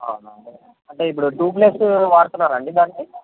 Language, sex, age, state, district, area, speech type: Telugu, male, 18-30, Andhra Pradesh, Anantapur, urban, conversation